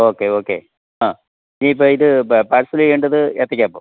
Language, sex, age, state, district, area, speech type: Malayalam, male, 60+, Kerala, Kottayam, urban, conversation